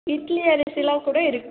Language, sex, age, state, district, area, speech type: Tamil, female, 18-30, Tamil Nadu, Nagapattinam, rural, conversation